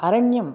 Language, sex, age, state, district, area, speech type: Sanskrit, male, 18-30, Karnataka, Chikkamagaluru, urban, spontaneous